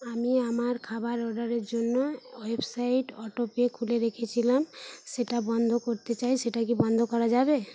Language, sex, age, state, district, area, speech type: Bengali, female, 30-45, West Bengal, Paschim Medinipur, rural, spontaneous